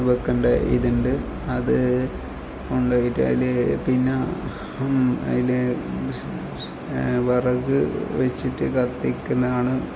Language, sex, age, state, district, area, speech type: Malayalam, male, 30-45, Kerala, Kasaragod, rural, spontaneous